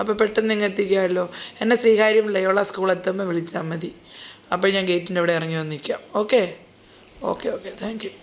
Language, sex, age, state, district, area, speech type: Malayalam, female, 30-45, Kerala, Thiruvananthapuram, rural, spontaneous